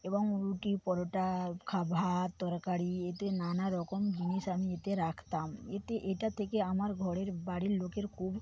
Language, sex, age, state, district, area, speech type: Bengali, female, 45-60, West Bengal, Paschim Medinipur, rural, spontaneous